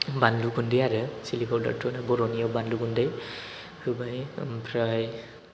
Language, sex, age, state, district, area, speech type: Bodo, male, 18-30, Assam, Chirang, rural, spontaneous